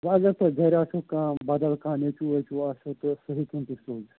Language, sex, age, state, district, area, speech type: Kashmiri, male, 18-30, Jammu and Kashmir, Srinagar, urban, conversation